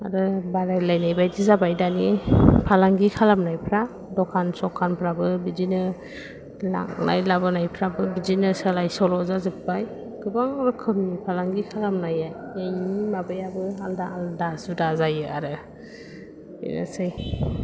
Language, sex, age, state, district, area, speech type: Bodo, female, 30-45, Assam, Chirang, urban, spontaneous